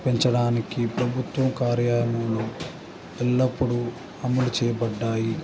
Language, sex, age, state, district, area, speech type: Telugu, male, 18-30, Andhra Pradesh, Guntur, urban, spontaneous